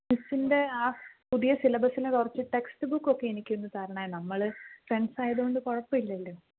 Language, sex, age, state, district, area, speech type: Malayalam, female, 18-30, Kerala, Pathanamthitta, rural, conversation